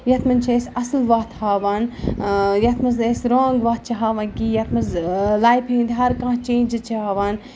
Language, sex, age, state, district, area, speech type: Kashmiri, female, 18-30, Jammu and Kashmir, Ganderbal, rural, spontaneous